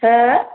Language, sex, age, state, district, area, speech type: Bodo, female, 30-45, Assam, Chirang, urban, conversation